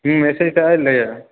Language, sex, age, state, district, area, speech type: Maithili, male, 30-45, Bihar, Purnia, rural, conversation